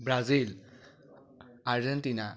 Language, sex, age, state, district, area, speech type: Assamese, male, 18-30, Assam, Biswanath, rural, spontaneous